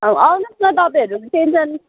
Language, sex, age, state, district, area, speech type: Nepali, female, 60+, West Bengal, Kalimpong, rural, conversation